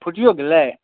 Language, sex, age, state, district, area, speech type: Maithili, male, 18-30, Bihar, Supaul, urban, conversation